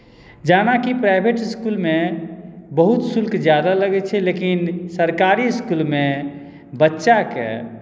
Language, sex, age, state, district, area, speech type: Maithili, male, 30-45, Bihar, Madhubani, rural, spontaneous